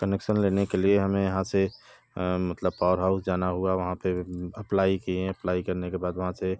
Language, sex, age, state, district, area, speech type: Hindi, male, 30-45, Uttar Pradesh, Bhadohi, rural, spontaneous